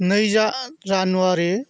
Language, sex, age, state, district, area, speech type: Bodo, male, 45-60, Assam, Chirang, urban, spontaneous